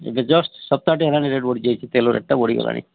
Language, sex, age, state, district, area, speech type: Odia, male, 45-60, Odisha, Malkangiri, urban, conversation